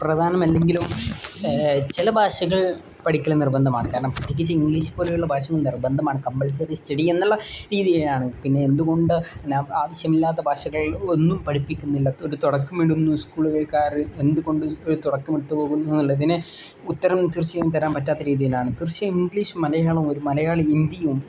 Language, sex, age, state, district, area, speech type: Malayalam, male, 18-30, Kerala, Kozhikode, rural, spontaneous